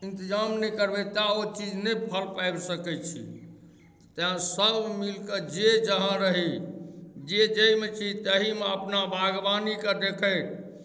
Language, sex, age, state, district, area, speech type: Maithili, male, 45-60, Bihar, Darbhanga, rural, spontaneous